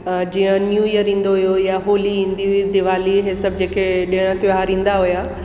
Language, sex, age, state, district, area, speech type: Sindhi, female, 30-45, Uttar Pradesh, Lucknow, urban, spontaneous